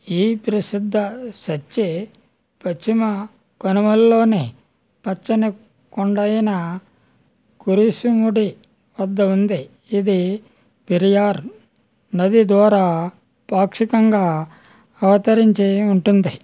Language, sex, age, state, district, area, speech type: Telugu, male, 60+, Andhra Pradesh, West Godavari, rural, read